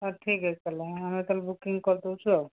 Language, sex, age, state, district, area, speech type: Odia, female, 45-60, Odisha, Rayagada, rural, conversation